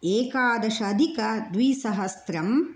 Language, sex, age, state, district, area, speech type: Sanskrit, female, 45-60, Kerala, Kasaragod, rural, spontaneous